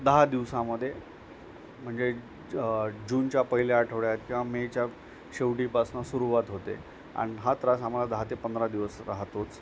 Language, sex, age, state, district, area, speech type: Marathi, male, 45-60, Maharashtra, Nanded, rural, spontaneous